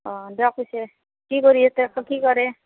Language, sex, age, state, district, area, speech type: Assamese, female, 60+, Assam, Morigaon, rural, conversation